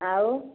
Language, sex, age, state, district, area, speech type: Odia, female, 60+, Odisha, Dhenkanal, rural, conversation